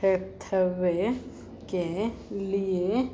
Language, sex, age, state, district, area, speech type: Hindi, female, 45-60, Madhya Pradesh, Chhindwara, rural, read